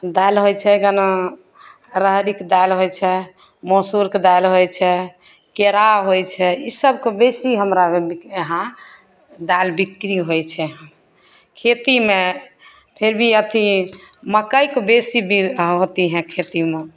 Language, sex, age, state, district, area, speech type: Maithili, female, 30-45, Bihar, Begusarai, rural, spontaneous